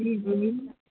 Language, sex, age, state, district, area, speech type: Sindhi, female, 45-60, Uttar Pradesh, Lucknow, urban, conversation